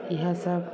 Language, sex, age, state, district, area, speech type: Maithili, female, 30-45, Bihar, Samastipur, urban, spontaneous